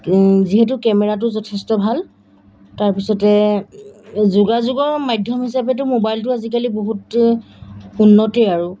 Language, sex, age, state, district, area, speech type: Assamese, female, 30-45, Assam, Golaghat, rural, spontaneous